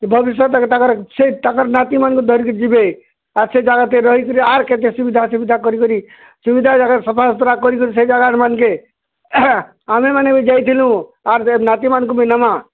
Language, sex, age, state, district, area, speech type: Odia, male, 60+, Odisha, Bargarh, urban, conversation